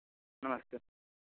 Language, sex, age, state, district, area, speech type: Hindi, male, 30-45, Uttar Pradesh, Chandauli, rural, conversation